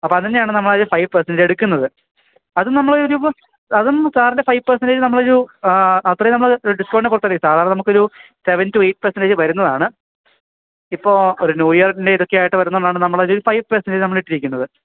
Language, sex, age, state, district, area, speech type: Malayalam, male, 18-30, Kerala, Idukki, rural, conversation